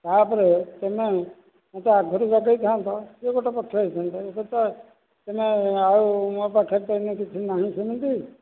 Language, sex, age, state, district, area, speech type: Odia, male, 60+, Odisha, Nayagarh, rural, conversation